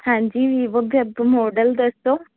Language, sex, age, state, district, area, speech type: Punjabi, female, 18-30, Punjab, Fazilka, urban, conversation